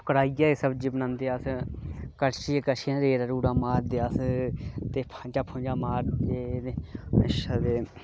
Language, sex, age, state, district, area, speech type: Dogri, male, 18-30, Jammu and Kashmir, Udhampur, rural, spontaneous